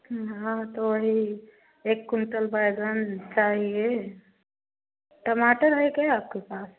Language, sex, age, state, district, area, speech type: Hindi, female, 30-45, Uttar Pradesh, Prayagraj, rural, conversation